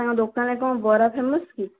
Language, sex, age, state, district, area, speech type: Odia, female, 18-30, Odisha, Jajpur, rural, conversation